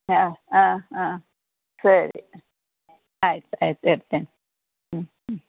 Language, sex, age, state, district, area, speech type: Kannada, female, 60+, Karnataka, Udupi, rural, conversation